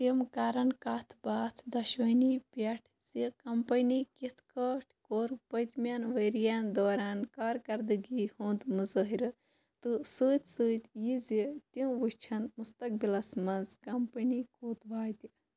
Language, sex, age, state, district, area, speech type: Kashmiri, female, 30-45, Jammu and Kashmir, Kulgam, rural, read